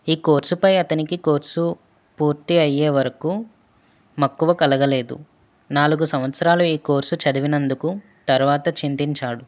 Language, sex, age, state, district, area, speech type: Telugu, male, 45-60, Andhra Pradesh, West Godavari, rural, spontaneous